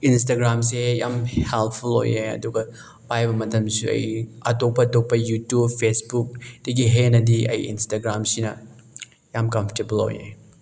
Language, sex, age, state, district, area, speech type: Manipuri, male, 18-30, Manipur, Chandel, rural, spontaneous